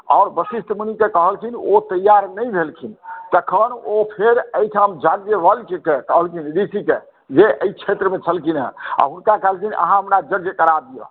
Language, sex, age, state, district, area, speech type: Maithili, male, 60+, Bihar, Madhubani, urban, conversation